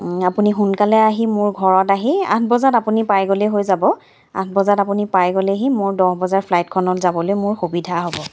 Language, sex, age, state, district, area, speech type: Assamese, female, 30-45, Assam, Charaideo, urban, spontaneous